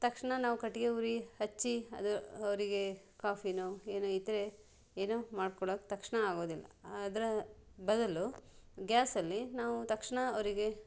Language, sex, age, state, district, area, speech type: Kannada, female, 30-45, Karnataka, Shimoga, rural, spontaneous